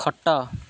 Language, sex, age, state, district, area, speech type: Odia, male, 18-30, Odisha, Jagatsinghpur, rural, read